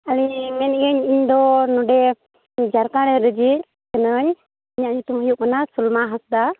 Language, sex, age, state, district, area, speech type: Santali, female, 18-30, Jharkhand, Seraikela Kharsawan, rural, conversation